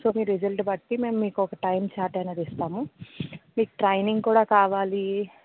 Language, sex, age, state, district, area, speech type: Telugu, female, 18-30, Telangana, Mancherial, rural, conversation